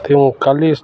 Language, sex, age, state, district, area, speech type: Odia, male, 30-45, Odisha, Balangir, urban, spontaneous